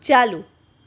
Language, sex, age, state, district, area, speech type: Gujarati, female, 30-45, Gujarat, Anand, urban, read